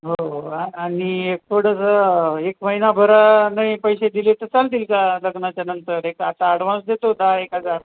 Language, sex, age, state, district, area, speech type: Marathi, male, 30-45, Maharashtra, Nanded, rural, conversation